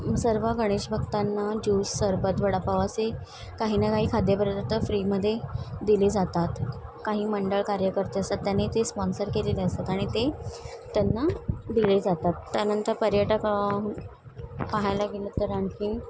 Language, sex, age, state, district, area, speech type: Marathi, female, 18-30, Maharashtra, Mumbai Suburban, urban, spontaneous